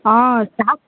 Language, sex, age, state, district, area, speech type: Tamil, female, 18-30, Tamil Nadu, Krishnagiri, rural, conversation